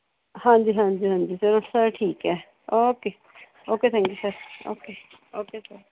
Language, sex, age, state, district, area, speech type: Punjabi, female, 30-45, Punjab, Mohali, urban, conversation